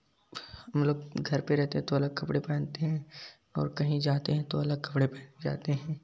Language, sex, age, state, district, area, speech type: Hindi, male, 18-30, Uttar Pradesh, Jaunpur, urban, spontaneous